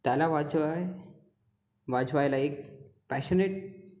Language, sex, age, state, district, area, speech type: Marathi, female, 18-30, Maharashtra, Gondia, rural, spontaneous